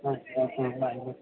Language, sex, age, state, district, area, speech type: Punjabi, female, 18-30, Punjab, Ludhiana, rural, conversation